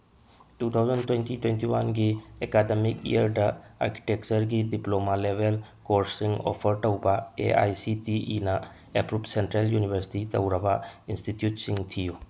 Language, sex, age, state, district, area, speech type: Manipuri, male, 45-60, Manipur, Tengnoupal, rural, read